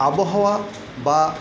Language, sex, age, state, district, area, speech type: Bengali, male, 60+, West Bengal, Paschim Medinipur, rural, spontaneous